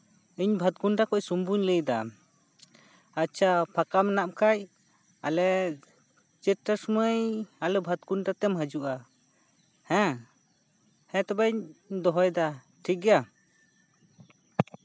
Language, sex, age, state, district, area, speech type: Santali, male, 30-45, West Bengal, Purba Bardhaman, rural, spontaneous